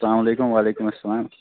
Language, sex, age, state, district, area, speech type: Kashmiri, male, 30-45, Jammu and Kashmir, Bandipora, rural, conversation